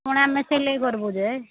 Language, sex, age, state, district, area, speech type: Odia, female, 60+, Odisha, Angul, rural, conversation